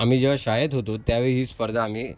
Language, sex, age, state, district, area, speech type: Marathi, male, 30-45, Maharashtra, Mumbai City, urban, spontaneous